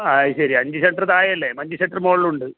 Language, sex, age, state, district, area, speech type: Malayalam, male, 45-60, Kerala, Kasaragod, rural, conversation